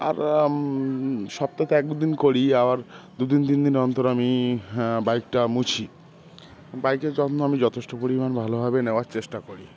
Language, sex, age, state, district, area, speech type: Bengali, male, 30-45, West Bengal, Howrah, urban, spontaneous